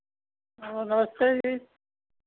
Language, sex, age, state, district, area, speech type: Hindi, female, 45-60, Uttar Pradesh, Lucknow, rural, conversation